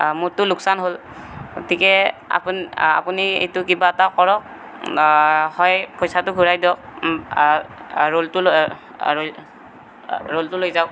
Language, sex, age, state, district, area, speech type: Assamese, male, 18-30, Assam, Kamrup Metropolitan, urban, spontaneous